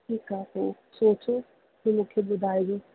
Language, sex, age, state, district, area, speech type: Sindhi, female, 18-30, Rajasthan, Ajmer, urban, conversation